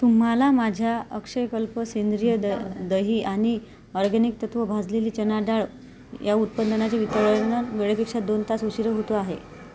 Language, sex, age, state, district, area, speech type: Marathi, female, 30-45, Maharashtra, Amravati, urban, read